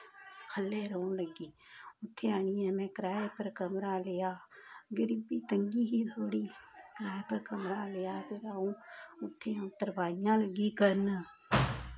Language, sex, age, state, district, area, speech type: Dogri, female, 30-45, Jammu and Kashmir, Samba, rural, spontaneous